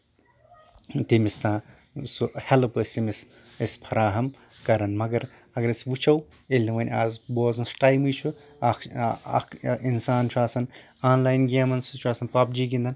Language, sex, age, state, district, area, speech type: Kashmiri, male, 18-30, Jammu and Kashmir, Anantnag, rural, spontaneous